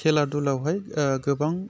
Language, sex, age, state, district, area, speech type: Bodo, male, 30-45, Assam, Udalguri, rural, spontaneous